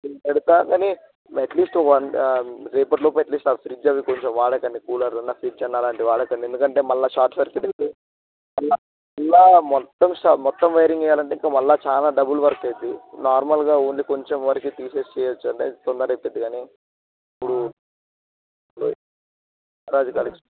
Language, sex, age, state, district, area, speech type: Telugu, male, 18-30, Telangana, Siddipet, rural, conversation